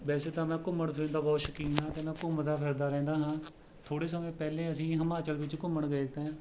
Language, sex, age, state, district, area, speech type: Punjabi, male, 30-45, Punjab, Rupnagar, rural, spontaneous